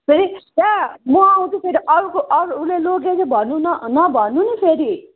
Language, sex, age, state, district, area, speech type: Nepali, female, 45-60, West Bengal, Jalpaiguri, urban, conversation